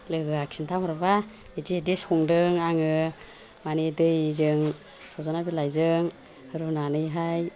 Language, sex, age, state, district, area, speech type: Bodo, female, 45-60, Assam, Chirang, rural, spontaneous